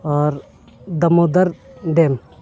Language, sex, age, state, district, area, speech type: Santali, male, 30-45, Jharkhand, Bokaro, rural, spontaneous